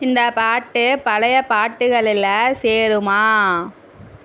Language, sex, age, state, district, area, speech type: Tamil, female, 60+, Tamil Nadu, Tiruvarur, rural, read